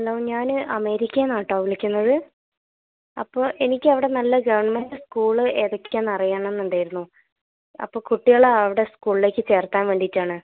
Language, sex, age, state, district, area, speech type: Malayalam, female, 30-45, Kerala, Wayanad, rural, conversation